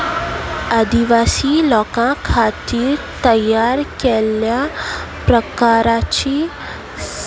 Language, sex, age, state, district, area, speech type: Goan Konkani, female, 18-30, Goa, Salcete, rural, read